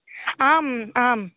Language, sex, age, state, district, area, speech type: Sanskrit, female, 18-30, Karnataka, Gadag, urban, conversation